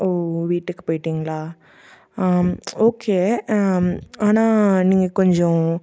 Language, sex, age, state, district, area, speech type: Tamil, female, 18-30, Tamil Nadu, Tiruppur, rural, spontaneous